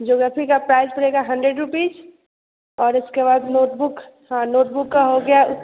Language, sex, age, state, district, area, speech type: Hindi, female, 18-30, Bihar, Muzaffarpur, urban, conversation